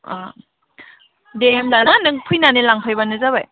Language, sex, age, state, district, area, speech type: Bodo, female, 18-30, Assam, Udalguri, rural, conversation